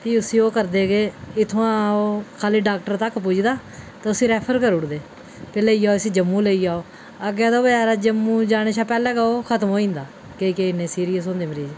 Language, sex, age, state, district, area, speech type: Dogri, female, 45-60, Jammu and Kashmir, Udhampur, urban, spontaneous